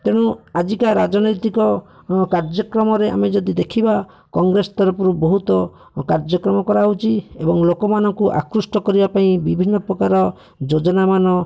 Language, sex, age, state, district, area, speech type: Odia, male, 30-45, Odisha, Bhadrak, rural, spontaneous